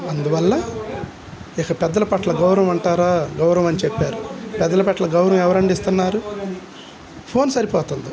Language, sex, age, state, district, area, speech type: Telugu, male, 60+, Andhra Pradesh, Guntur, urban, spontaneous